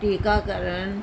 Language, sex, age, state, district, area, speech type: Punjabi, female, 60+, Punjab, Pathankot, rural, read